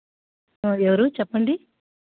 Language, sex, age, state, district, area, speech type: Telugu, female, 60+, Andhra Pradesh, Sri Balaji, urban, conversation